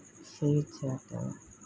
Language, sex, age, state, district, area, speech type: Telugu, female, 30-45, Telangana, Peddapalli, rural, spontaneous